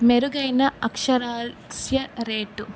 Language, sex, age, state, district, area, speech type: Telugu, female, 18-30, Telangana, Kamareddy, urban, spontaneous